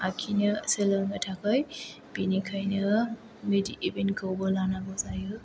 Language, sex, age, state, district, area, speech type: Bodo, female, 18-30, Assam, Chirang, rural, spontaneous